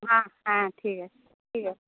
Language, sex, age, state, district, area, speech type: Bengali, female, 45-60, West Bengal, Uttar Dinajpur, rural, conversation